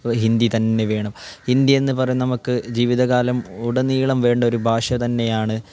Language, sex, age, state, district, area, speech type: Malayalam, male, 18-30, Kerala, Kasaragod, urban, spontaneous